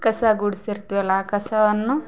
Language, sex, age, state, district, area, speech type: Kannada, female, 18-30, Karnataka, Koppal, rural, spontaneous